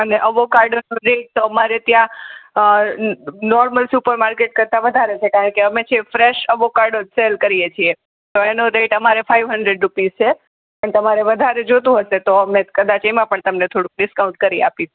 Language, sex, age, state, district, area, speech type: Gujarati, female, 18-30, Gujarat, Morbi, urban, conversation